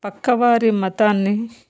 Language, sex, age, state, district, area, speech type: Telugu, female, 30-45, Telangana, Bhadradri Kothagudem, urban, spontaneous